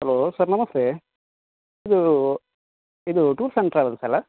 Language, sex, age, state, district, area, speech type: Kannada, male, 45-60, Karnataka, Udupi, rural, conversation